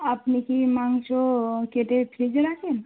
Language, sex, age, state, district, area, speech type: Bengali, female, 18-30, West Bengal, Birbhum, urban, conversation